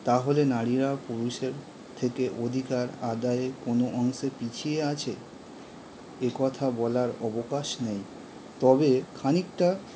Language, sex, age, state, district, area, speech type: Bengali, male, 18-30, West Bengal, Howrah, urban, spontaneous